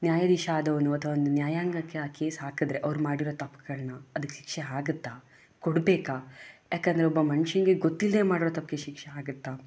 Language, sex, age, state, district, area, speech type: Kannada, female, 18-30, Karnataka, Mysore, urban, spontaneous